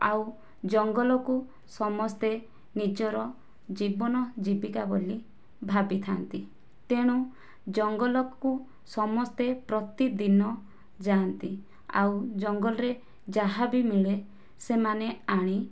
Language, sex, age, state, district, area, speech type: Odia, female, 18-30, Odisha, Kandhamal, rural, spontaneous